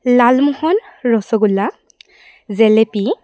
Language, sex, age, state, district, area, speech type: Assamese, female, 18-30, Assam, Sivasagar, rural, spontaneous